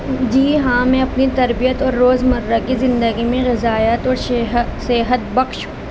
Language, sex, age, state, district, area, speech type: Urdu, female, 30-45, Uttar Pradesh, Balrampur, rural, spontaneous